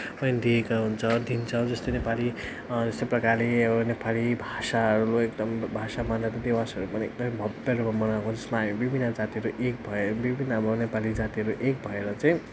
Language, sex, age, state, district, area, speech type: Nepali, male, 18-30, West Bengal, Darjeeling, rural, spontaneous